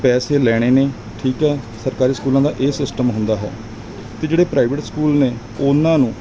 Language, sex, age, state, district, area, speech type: Punjabi, male, 30-45, Punjab, Mansa, urban, spontaneous